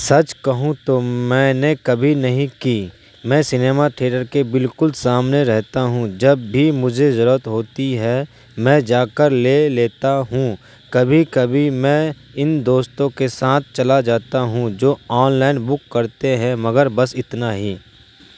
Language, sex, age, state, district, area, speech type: Urdu, male, 30-45, Bihar, Supaul, urban, read